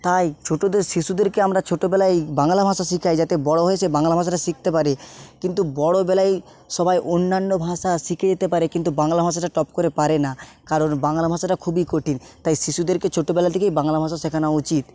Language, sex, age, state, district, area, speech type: Bengali, male, 30-45, West Bengal, Jhargram, rural, spontaneous